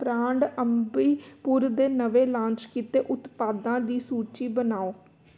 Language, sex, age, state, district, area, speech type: Punjabi, female, 30-45, Punjab, Amritsar, urban, read